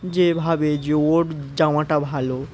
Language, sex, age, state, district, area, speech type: Bengali, male, 18-30, West Bengal, Uttar Dinajpur, urban, spontaneous